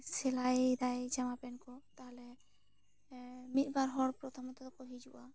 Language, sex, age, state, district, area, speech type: Santali, female, 18-30, West Bengal, Bankura, rural, spontaneous